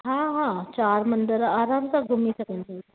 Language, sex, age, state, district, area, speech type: Sindhi, female, 30-45, Maharashtra, Thane, urban, conversation